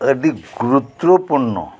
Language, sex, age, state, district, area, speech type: Santali, male, 45-60, West Bengal, Birbhum, rural, spontaneous